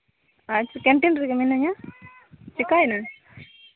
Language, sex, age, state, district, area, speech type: Santali, female, 30-45, Jharkhand, East Singhbhum, rural, conversation